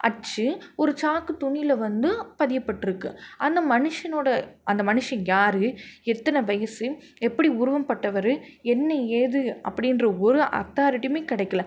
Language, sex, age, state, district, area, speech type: Tamil, female, 18-30, Tamil Nadu, Madurai, urban, spontaneous